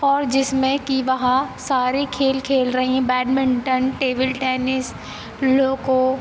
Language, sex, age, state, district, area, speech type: Hindi, female, 18-30, Madhya Pradesh, Hoshangabad, urban, spontaneous